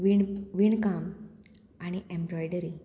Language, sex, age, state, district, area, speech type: Goan Konkani, female, 18-30, Goa, Murmgao, urban, spontaneous